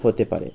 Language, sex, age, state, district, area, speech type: Bengali, male, 30-45, West Bengal, Birbhum, urban, spontaneous